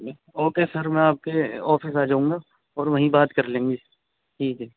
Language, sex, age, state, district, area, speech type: Urdu, male, 18-30, Uttar Pradesh, Saharanpur, urban, conversation